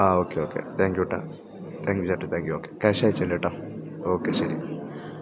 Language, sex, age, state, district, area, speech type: Malayalam, male, 18-30, Kerala, Thrissur, rural, spontaneous